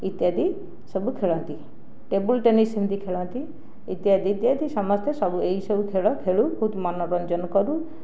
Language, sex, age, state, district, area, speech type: Odia, other, 60+, Odisha, Jajpur, rural, spontaneous